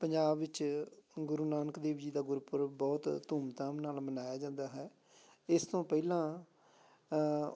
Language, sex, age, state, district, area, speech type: Punjabi, male, 30-45, Punjab, Amritsar, urban, spontaneous